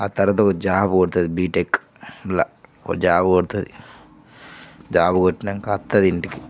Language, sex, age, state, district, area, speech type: Telugu, male, 18-30, Telangana, Nirmal, rural, spontaneous